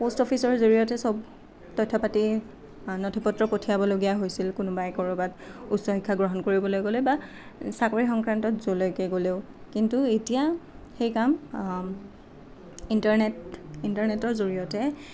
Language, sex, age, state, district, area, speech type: Assamese, female, 18-30, Assam, Nalbari, rural, spontaneous